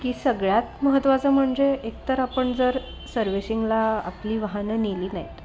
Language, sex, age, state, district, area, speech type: Marathi, female, 18-30, Maharashtra, Nashik, urban, spontaneous